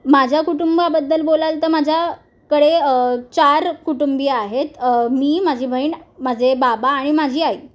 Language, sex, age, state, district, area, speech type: Marathi, female, 18-30, Maharashtra, Mumbai Suburban, urban, spontaneous